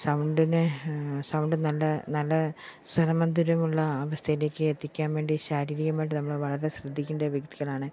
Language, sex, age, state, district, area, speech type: Malayalam, female, 45-60, Kerala, Pathanamthitta, rural, spontaneous